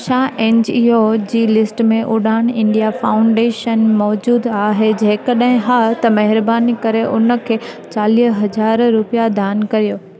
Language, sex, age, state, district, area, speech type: Sindhi, female, 18-30, Gujarat, Junagadh, rural, read